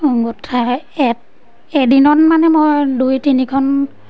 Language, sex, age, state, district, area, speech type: Assamese, female, 30-45, Assam, Majuli, urban, spontaneous